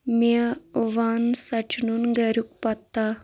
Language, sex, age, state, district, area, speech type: Kashmiri, female, 30-45, Jammu and Kashmir, Anantnag, rural, read